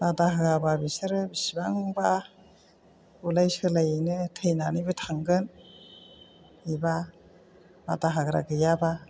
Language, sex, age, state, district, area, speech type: Bodo, female, 60+, Assam, Chirang, rural, spontaneous